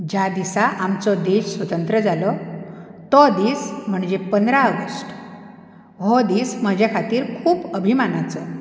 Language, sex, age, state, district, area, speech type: Goan Konkani, female, 45-60, Goa, Ponda, rural, spontaneous